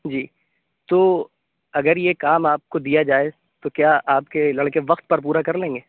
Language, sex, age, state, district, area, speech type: Urdu, male, 18-30, Uttar Pradesh, Aligarh, urban, conversation